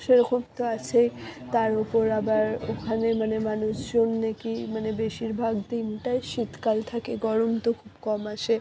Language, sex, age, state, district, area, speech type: Bengali, female, 60+, West Bengal, Purba Bardhaman, rural, spontaneous